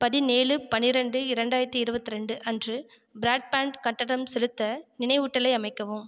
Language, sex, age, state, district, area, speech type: Tamil, female, 30-45, Tamil Nadu, Ariyalur, rural, read